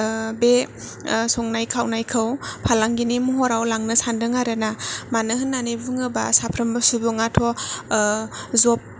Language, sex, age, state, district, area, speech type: Bodo, female, 18-30, Assam, Kokrajhar, rural, spontaneous